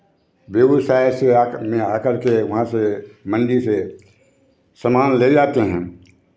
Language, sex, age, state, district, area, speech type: Hindi, male, 60+, Bihar, Begusarai, rural, spontaneous